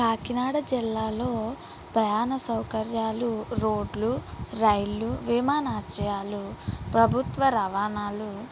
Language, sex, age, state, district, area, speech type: Telugu, female, 60+, Andhra Pradesh, Kakinada, rural, spontaneous